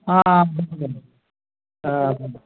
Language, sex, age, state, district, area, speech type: Marathi, male, 18-30, Maharashtra, Raigad, urban, conversation